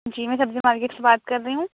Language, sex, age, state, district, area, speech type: Urdu, female, 30-45, Uttar Pradesh, Aligarh, rural, conversation